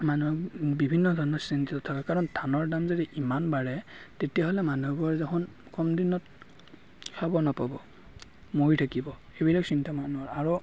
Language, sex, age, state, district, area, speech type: Assamese, male, 30-45, Assam, Darrang, rural, spontaneous